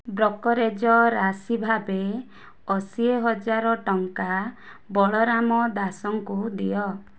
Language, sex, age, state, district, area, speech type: Odia, female, 18-30, Odisha, Kandhamal, rural, read